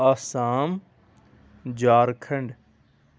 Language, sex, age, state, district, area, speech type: Kashmiri, male, 30-45, Jammu and Kashmir, Anantnag, rural, spontaneous